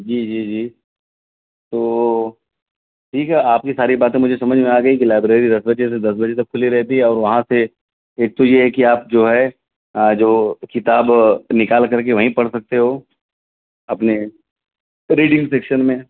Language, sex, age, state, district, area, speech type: Urdu, male, 18-30, Uttar Pradesh, Azamgarh, rural, conversation